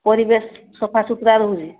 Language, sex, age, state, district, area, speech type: Odia, female, 45-60, Odisha, Sambalpur, rural, conversation